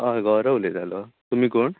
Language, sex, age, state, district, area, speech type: Goan Konkani, male, 18-30, Goa, Ponda, rural, conversation